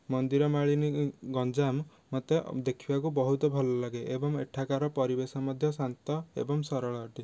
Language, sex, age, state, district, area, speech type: Odia, male, 18-30, Odisha, Nayagarh, rural, spontaneous